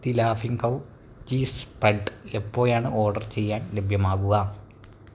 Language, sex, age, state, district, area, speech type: Malayalam, male, 30-45, Kerala, Malappuram, rural, read